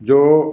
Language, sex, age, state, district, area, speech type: Hindi, male, 60+, Bihar, Begusarai, rural, spontaneous